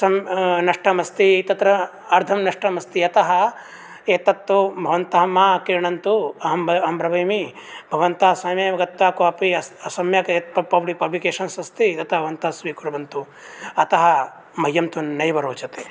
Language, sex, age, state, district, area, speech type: Sanskrit, male, 18-30, Bihar, Begusarai, rural, spontaneous